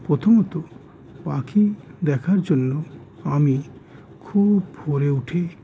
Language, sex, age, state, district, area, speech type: Bengali, male, 30-45, West Bengal, Howrah, urban, spontaneous